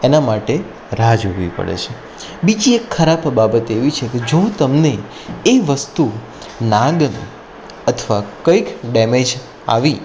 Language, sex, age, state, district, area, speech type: Gujarati, male, 30-45, Gujarat, Anand, urban, spontaneous